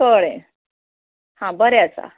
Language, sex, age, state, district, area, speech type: Goan Konkani, female, 30-45, Goa, Quepem, rural, conversation